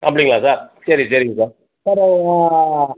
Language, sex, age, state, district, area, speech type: Tamil, male, 45-60, Tamil Nadu, Tiruppur, rural, conversation